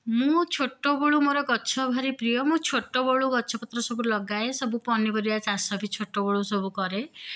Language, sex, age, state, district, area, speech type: Odia, female, 45-60, Odisha, Puri, urban, spontaneous